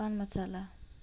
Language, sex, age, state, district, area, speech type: Assamese, female, 30-45, Assam, Sonitpur, rural, spontaneous